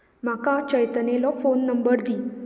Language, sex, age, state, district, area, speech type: Goan Konkani, female, 18-30, Goa, Ponda, rural, read